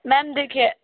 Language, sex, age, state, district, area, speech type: Hindi, female, 18-30, Uttar Pradesh, Sonbhadra, rural, conversation